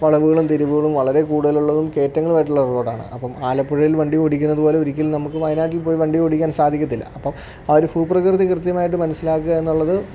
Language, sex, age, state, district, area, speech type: Malayalam, male, 18-30, Kerala, Alappuzha, rural, spontaneous